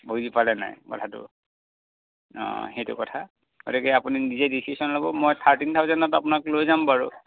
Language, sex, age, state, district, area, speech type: Assamese, male, 45-60, Assam, Dhemaji, rural, conversation